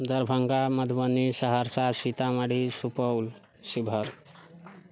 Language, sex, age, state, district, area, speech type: Maithili, male, 30-45, Bihar, Sitamarhi, urban, spontaneous